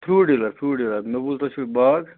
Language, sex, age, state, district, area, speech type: Kashmiri, male, 30-45, Jammu and Kashmir, Budgam, rural, conversation